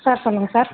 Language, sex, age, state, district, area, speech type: Tamil, female, 18-30, Tamil Nadu, Madurai, urban, conversation